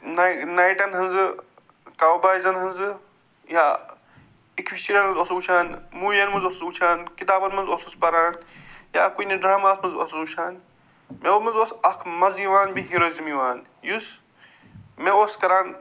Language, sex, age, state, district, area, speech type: Kashmiri, male, 45-60, Jammu and Kashmir, Budgam, urban, spontaneous